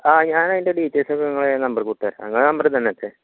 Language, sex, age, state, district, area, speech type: Malayalam, male, 18-30, Kerala, Malappuram, rural, conversation